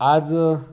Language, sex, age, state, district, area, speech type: Marathi, male, 45-60, Maharashtra, Raigad, rural, spontaneous